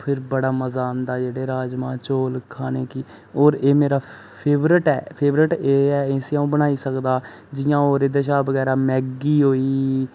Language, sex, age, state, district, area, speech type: Dogri, male, 18-30, Jammu and Kashmir, Reasi, rural, spontaneous